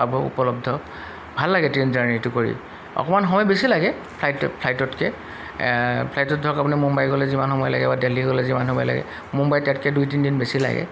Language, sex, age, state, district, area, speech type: Assamese, male, 45-60, Assam, Golaghat, urban, spontaneous